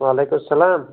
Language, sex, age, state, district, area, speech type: Kashmiri, male, 30-45, Jammu and Kashmir, Shopian, urban, conversation